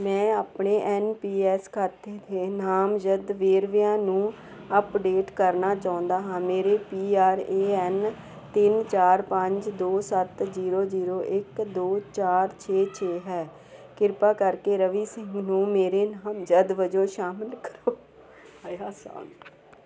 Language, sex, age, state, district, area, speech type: Punjabi, female, 45-60, Punjab, Jalandhar, urban, read